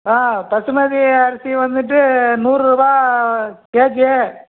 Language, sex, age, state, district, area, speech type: Tamil, male, 60+, Tamil Nadu, Krishnagiri, rural, conversation